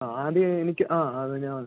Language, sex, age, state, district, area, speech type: Malayalam, male, 30-45, Kerala, Idukki, rural, conversation